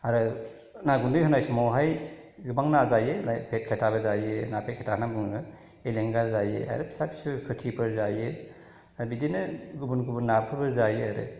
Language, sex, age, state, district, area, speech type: Bodo, male, 30-45, Assam, Chirang, rural, spontaneous